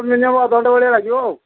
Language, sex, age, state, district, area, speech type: Odia, male, 60+, Odisha, Kendujhar, urban, conversation